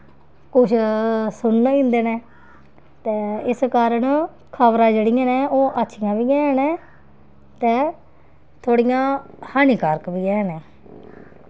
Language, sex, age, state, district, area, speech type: Dogri, female, 30-45, Jammu and Kashmir, Kathua, rural, spontaneous